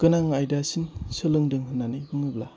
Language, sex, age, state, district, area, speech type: Bodo, male, 30-45, Assam, Chirang, rural, spontaneous